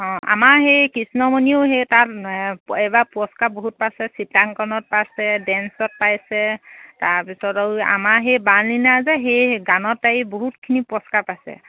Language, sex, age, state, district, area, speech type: Assamese, female, 30-45, Assam, Dhemaji, rural, conversation